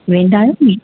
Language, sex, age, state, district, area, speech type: Sindhi, female, 30-45, Gujarat, Junagadh, urban, conversation